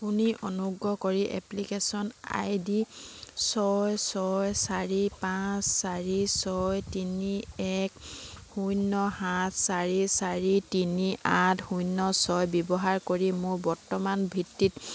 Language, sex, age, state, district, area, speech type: Assamese, female, 30-45, Assam, Sivasagar, rural, read